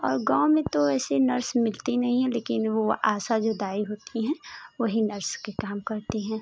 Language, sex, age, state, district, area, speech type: Hindi, female, 18-30, Uttar Pradesh, Ghazipur, urban, spontaneous